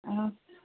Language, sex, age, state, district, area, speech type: Tamil, female, 30-45, Tamil Nadu, Thoothukudi, rural, conversation